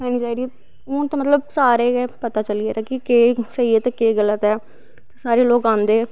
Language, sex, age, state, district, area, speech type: Dogri, female, 18-30, Jammu and Kashmir, Samba, rural, spontaneous